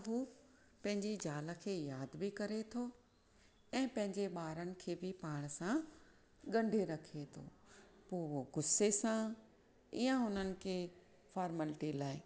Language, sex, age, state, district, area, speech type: Sindhi, female, 45-60, Maharashtra, Thane, urban, spontaneous